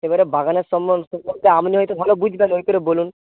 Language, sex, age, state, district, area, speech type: Bengali, male, 18-30, West Bengal, Paschim Medinipur, rural, conversation